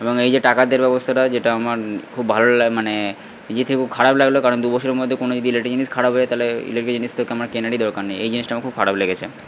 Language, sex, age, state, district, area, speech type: Bengali, male, 45-60, West Bengal, Purba Bardhaman, rural, spontaneous